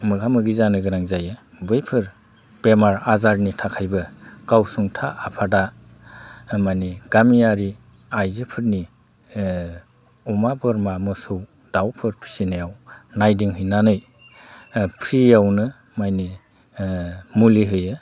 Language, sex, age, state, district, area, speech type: Bodo, male, 45-60, Assam, Udalguri, rural, spontaneous